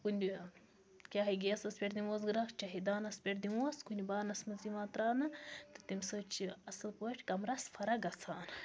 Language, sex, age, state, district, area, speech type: Kashmiri, female, 18-30, Jammu and Kashmir, Baramulla, rural, spontaneous